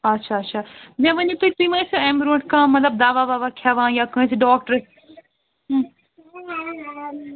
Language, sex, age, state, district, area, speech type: Kashmiri, female, 30-45, Jammu and Kashmir, Srinagar, urban, conversation